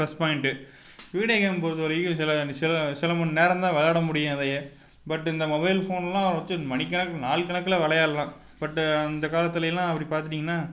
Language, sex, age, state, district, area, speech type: Tamil, male, 18-30, Tamil Nadu, Tiruppur, rural, spontaneous